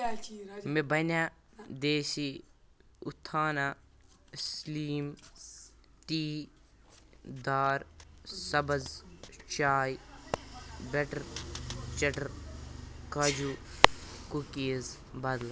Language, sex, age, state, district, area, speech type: Kashmiri, male, 18-30, Jammu and Kashmir, Kupwara, rural, read